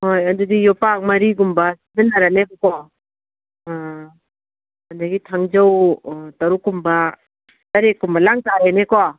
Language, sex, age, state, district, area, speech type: Manipuri, female, 60+, Manipur, Kangpokpi, urban, conversation